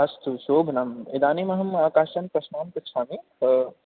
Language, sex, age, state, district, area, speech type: Sanskrit, male, 18-30, Delhi, East Delhi, urban, conversation